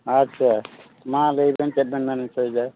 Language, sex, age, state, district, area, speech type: Santali, male, 60+, West Bengal, Paschim Bardhaman, urban, conversation